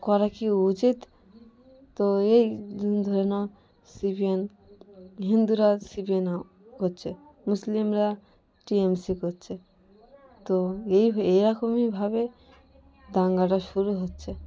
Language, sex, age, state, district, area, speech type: Bengali, female, 18-30, West Bengal, Cooch Behar, urban, spontaneous